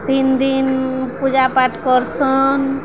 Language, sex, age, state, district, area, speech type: Odia, female, 18-30, Odisha, Nuapada, urban, spontaneous